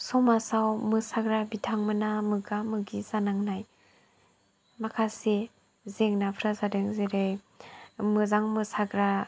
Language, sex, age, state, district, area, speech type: Bodo, female, 18-30, Assam, Chirang, urban, spontaneous